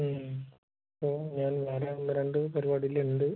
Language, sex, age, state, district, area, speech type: Malayalam, male, 45-60, Kerala, Kozhikode, urban, conversation